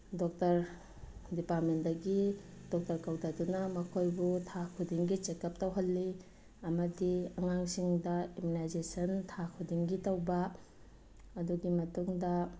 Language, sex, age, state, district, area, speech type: Manipuri, female, 30-45, Manipur, Bishnupur, rural, spontaneous